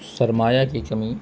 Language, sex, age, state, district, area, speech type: Urdu, male, 45-60, Bihar, Gaya, rural, spontaneous